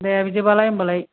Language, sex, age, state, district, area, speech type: Bodo, female, 60+, Assam, Kokrajhar, urban, conversation